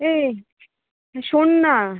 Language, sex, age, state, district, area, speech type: Bengali, female, 30-45, West Bengal, Kolkata, urban, conversation